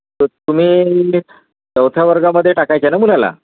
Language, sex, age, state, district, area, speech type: Marathi, male, 45-60, Maharashtra, Nagpur, urban, conversation